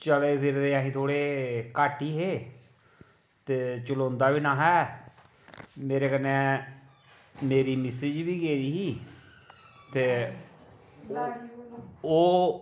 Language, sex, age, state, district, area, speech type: Dogri, male, 45-60, Jammu and Kashmir, Kathua, rural, spontaneous